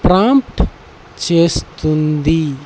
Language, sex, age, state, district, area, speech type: Telugu, male, 18-30, Andhra Pradesh, Nandyal, urban, spontaneous